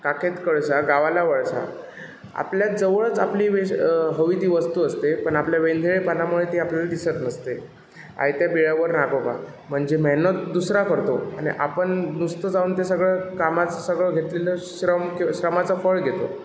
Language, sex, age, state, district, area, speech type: Marathi, male, 18-30, Maharashtra, Sindhudurg, rural, spontaneous